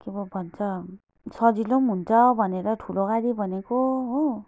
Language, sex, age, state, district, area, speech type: Nepali, female, 30-45, West Bengal, Darjeeling, rural, spontaneous